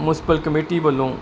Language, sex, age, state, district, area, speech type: Punjabi, male, 45-60, Punjab, Barnala, rural, spontaneous